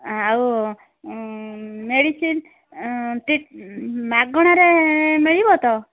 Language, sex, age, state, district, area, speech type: Odia, female, 30-45, Odisha, Kendrapara, urban, conversation